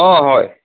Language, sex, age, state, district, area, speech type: Assamese, male, 45-60, Assam, Sivasagar, rural, conversation